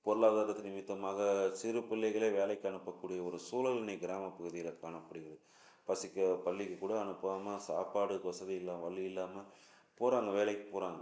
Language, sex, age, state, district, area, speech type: Tamil, male, 45-60, Tamil Nadu, Salem, urban, spontaneous